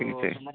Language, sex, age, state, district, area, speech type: Gujarati, male, 30-45, Gujarat, Kutch, urban, conversation